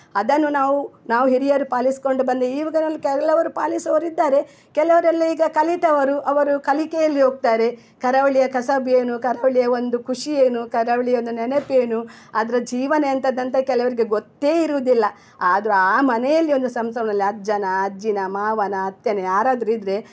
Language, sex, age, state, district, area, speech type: Kannada, female, 60+, Karnataka, Udupi, rural, spontaneous